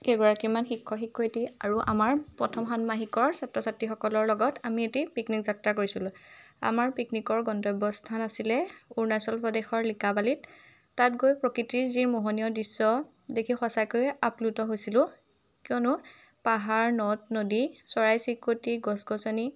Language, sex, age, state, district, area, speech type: Assamese, female, 18-30, Assam, Majuli, urban, spontaneous